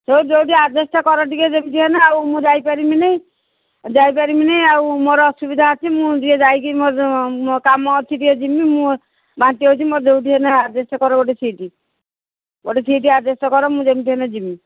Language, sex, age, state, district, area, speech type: Odia, female, 60+, Odisha, Jharsuguda, rural, conversation